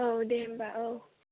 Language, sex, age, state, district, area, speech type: Bodo, female, 18-30, Assam, Kokrajhar, rural, conversation